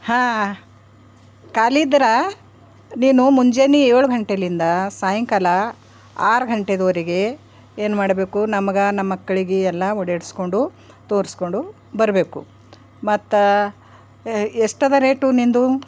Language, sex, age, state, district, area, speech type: Kannada, female, 60+, Karnataka, Bidar, urban, spontaneous